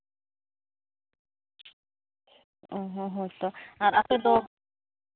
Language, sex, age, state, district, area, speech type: Santali, female, 18-30, Jharkhand, Seraikela Kharsawan, rural, conversation